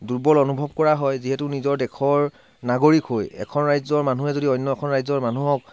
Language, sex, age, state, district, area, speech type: Assamese, male, 30-45, Assam, Sivasagar, urban, spontaneous